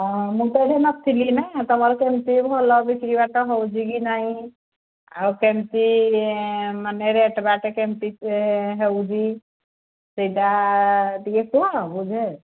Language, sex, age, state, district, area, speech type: Odia, female, 60+, Odisha, Angul, rural, conversation